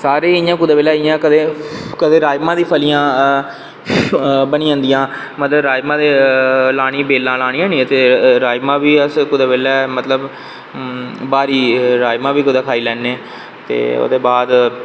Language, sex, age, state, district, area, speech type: Dogri, male, 18-30, Jammu and Kashmir, Reasi, rural, spontaneous